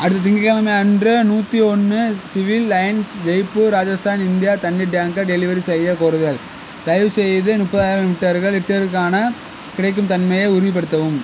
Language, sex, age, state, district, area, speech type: Tamil, male, 18-30, Tamil Nadu, Madurai, rural, read